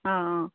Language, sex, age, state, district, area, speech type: Assamese, female, 30-45, Assam, Lakhimpur, rural, conversation